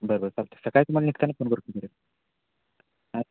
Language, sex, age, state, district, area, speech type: Marathi, male, 18-30, Maharashtra, Sangli, urban, conversation